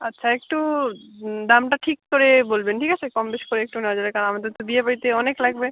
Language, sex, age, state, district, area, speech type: Bengali, female, 18-30, West Bengal, Jalpaiguri, rural, conversation